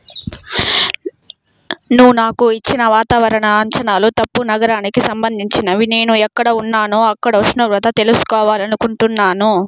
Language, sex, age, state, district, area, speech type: Telugu, female, 18-30, Andhra Pradesh, Chittoor, urban, read